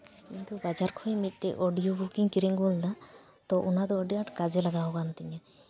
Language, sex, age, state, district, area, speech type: Santali, female, 30-45, West Bengal, Paschim Bardhaman, rural, spontaneous